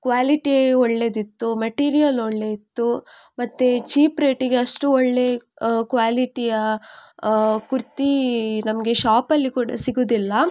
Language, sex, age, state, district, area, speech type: Kannada, female, 18-30, Karnataka, Udupi, rural, spontaneous